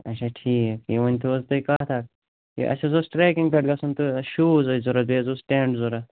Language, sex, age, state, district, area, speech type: Kashmiri, male, 45-60, Jammu and Kashmir, Budgam, urban, conversation